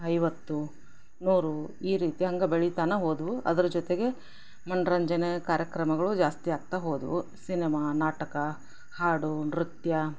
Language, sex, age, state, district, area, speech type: Kannada, female, 45-60, Karnataka, Chikkaballapur, rural, spontaneous